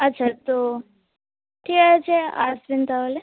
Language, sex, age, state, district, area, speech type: Bengali, female, 18-30, West Bengal, Hooghly, urban, conversation